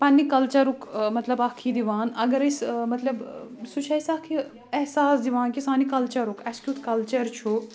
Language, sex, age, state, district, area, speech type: Kashmiri, female, 45-60, Jammu and Kashmir, Ganderbal, rural, spontaneous